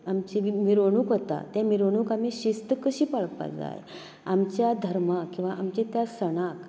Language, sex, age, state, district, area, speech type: Goan Konkani, female, 60+, Goa, Canacona, rural, spontaneous